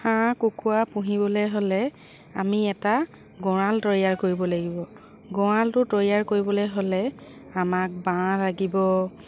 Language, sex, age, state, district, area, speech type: Assamese, female, 45-60, Assam, Dibrugarh, rural, spontaneous